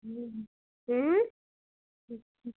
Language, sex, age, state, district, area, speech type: Kashmiri, female, 30-45, Jammu and Kashmir, Bandipora, rural, conversation